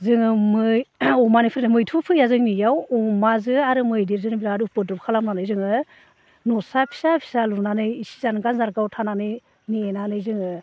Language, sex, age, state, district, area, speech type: Bodo, female, 30-45, Assam, Baksa, rural, spontaneous